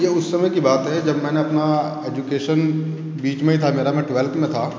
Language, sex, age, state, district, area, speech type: Hindi, male, 30-45, Bihar, Darbhanga, rural, spontaneous